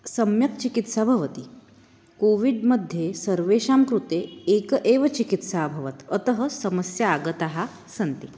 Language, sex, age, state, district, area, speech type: Sanskrit, female, 30-45, Maharashtra, Nagpur, urban, spontaneous